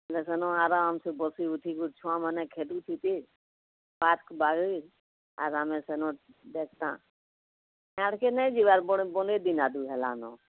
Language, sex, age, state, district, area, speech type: Odia, female, 45-60, Odisha, Bargarh, rural, conversation